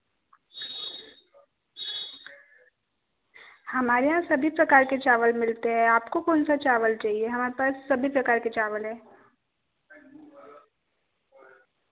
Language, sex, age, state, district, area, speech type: Hindi, female, 18-30, Madhya Pradesh, Betul, rural, conversation